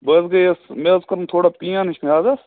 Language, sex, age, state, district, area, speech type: Kashmiri, male, 30-45, Jammu and Kashmir, Srinagar, urban, conversation